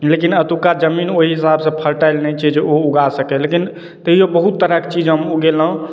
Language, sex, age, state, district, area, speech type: Maithili, male, 30-45, Bihar, Madhubani, urban, spontaneous